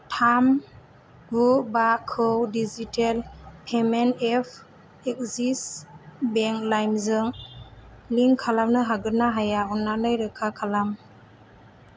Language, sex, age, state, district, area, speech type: Bodo, female, 18-30, Assam, Chirang, rural, read